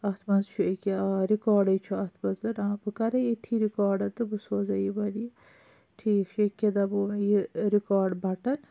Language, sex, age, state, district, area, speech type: Kashmiri, female, 45-60, Jammu and Kashmir, Srinagar, urban, spontaneous